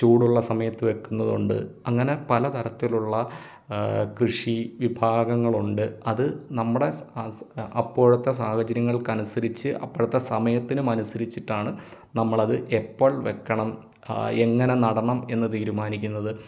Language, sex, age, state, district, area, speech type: Malayalam, male, 30-45, Kerala, Kottayam, rural, spontaneous